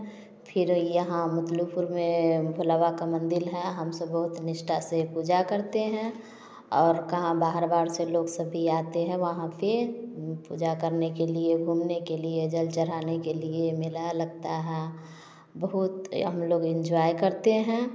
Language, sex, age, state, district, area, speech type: Hindi, female, 30-45, Bihar, Samastipur, rural, spontaneous